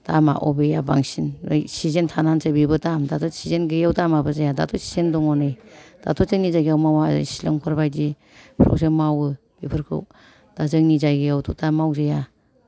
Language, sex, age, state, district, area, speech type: Bodo, female, 60+, Assam, Kokrajhar, rural, spontaneous